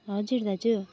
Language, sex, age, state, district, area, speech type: Nepali, female, 45-60, West Bengal, Jalpaiguri, urban, spontaneous